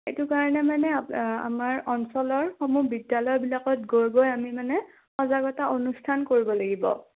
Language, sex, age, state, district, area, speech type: Assamese, female, 18-30, Assam, Udalguri, rural, conversation